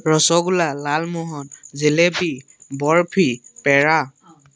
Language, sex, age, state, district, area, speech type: Assamese, male, 18-30, Assam, Majuli, urban, spontaneous